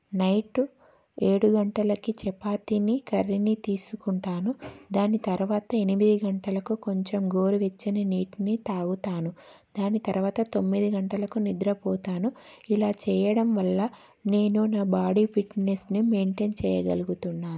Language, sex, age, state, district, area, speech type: Telugu, female, 30-45, Telangana, Karimnagar, urban, spontaneous